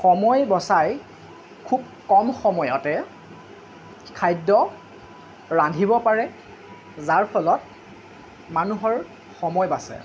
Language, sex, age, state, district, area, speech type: Assamese, male, 18-30, Assam, Lakhimpur, rural, spontaneous